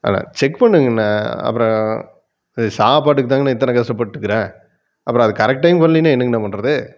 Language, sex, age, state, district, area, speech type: Tamil, male, 45-60, Tamil Nadu, Erode, urban, spontaneous